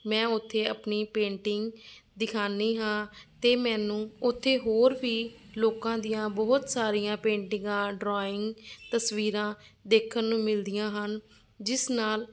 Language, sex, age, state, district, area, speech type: Punjabi, female, 30-45, Punjab, Fazilka, rural, spontaneous